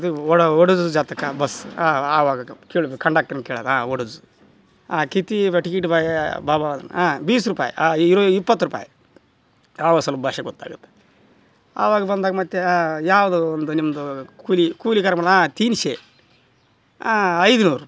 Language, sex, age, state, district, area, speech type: Kannada, male, 30-45, Karnataka, Koppal, rural, spontaneous